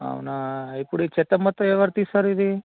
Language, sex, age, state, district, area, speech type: Telugu, male, 18-30, Telangana, Karimnagar, urban, conversation